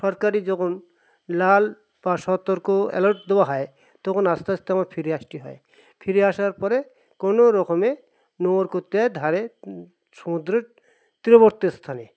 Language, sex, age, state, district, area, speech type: Bengali, male, 45-60, West Bengal, Dakshin Dinajpur, urban, spontaneous